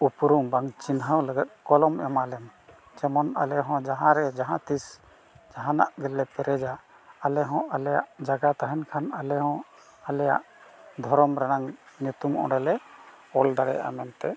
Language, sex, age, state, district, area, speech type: Santali, male, 60+, Odisha, Mayurbhanj, rural, spontaneous